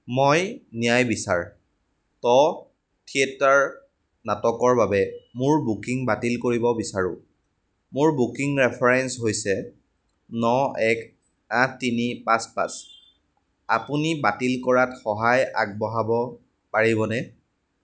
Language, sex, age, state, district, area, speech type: Assamese, male, 18-30, Assam, Majuli, rural, read